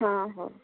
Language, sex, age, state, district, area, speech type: Odia, female, 45-60, Odisha, Gajapati, rural, conversation